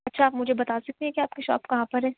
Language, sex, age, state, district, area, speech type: Urdu, female, 18-30, Delhi, Central Delhi, urban, conversation